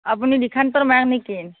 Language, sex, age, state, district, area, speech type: Assamese, female, 30-45, Assam, Barpeta, rural, conversation